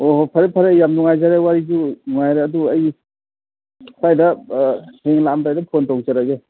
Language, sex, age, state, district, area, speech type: Manipuri, male, 60+, Manipur, Thoubal, rural, conversation